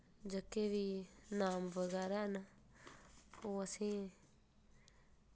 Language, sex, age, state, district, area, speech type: Dogri, female, 30-45, Jammu and Kashmir, Udhampur, rural, spontaneous